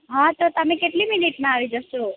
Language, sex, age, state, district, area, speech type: Gujarati, female, 18-30, Gujarat, Valsad, rural, conversation